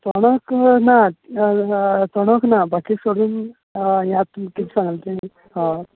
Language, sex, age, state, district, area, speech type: Goan Konkani, male, 30-45, Goa, Canacona, rural, conversation